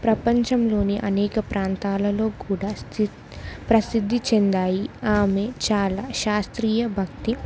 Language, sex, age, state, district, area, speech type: Telugu, female, 18-30, Telangana, Ranga Reddy, rural, spontaneous